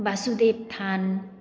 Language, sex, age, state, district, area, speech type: Assamese, female, 30-45, Assam, Kamrup Metropolitan, urban, spontaneous